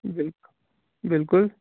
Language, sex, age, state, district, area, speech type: Kashmiri, male, 45-60, Jammu and Kashmir, Budgam, urban, conversation